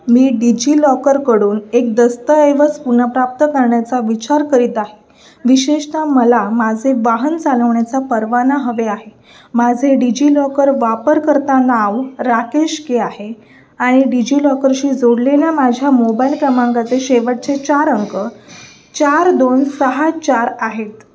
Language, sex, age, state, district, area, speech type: Marathi, female, 18-30, Maharashtra, Sindhudurg, urban, read